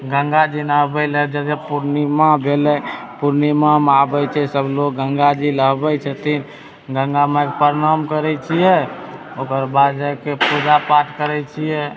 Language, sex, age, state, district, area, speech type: Maithili, male, 30-45, Bihar, Begusarai, urban, spontaneous